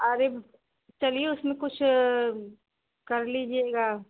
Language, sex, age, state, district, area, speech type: Hindi, female, 45-60, Uttar Pradesh, Azamgarh, urban, conversation